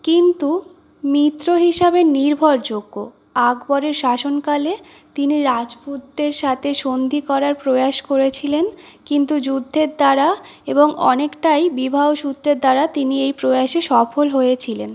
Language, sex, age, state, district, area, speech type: Bengali, female, 18-30, West Bengal, North 24 Parganas, urban, spontaneous